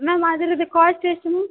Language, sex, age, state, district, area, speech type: Kannada, female, 18-30, Karnataka, Bellary, urban, conversation